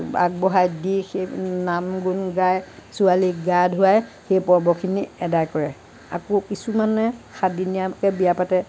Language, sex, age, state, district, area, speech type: Assamese, female, 60+, Assam, Lakhimpur, rural, spontaneous